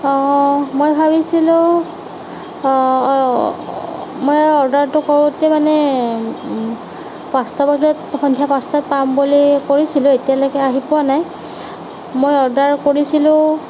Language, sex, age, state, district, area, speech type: Assamese, female, 30-45, Assam, Nagaon, rural, spontaneous